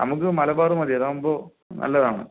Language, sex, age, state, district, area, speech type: Malayalam, male, 30-45, Kerala, Palakkad, rural, conversation